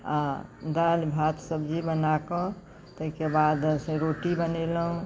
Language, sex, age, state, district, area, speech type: Maithili, female, 45-60, Bihar, Muzaffarpur, rural, spontaneous